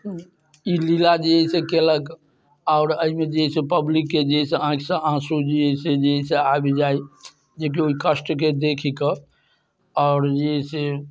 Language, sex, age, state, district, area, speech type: Maithili, male, 60+, Bihar, Muzaffarpur, urban, spontaneous